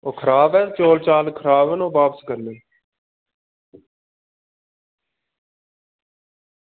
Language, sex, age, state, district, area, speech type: Dogri, male, 30-45, Jammu and Kashmir, Udhampur, rural, conversation